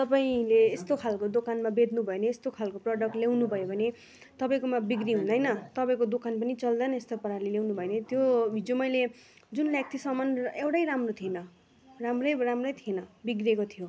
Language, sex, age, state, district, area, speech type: Nepali, female, 45-60, West Bengal, Darjeeling, rural, spontaneous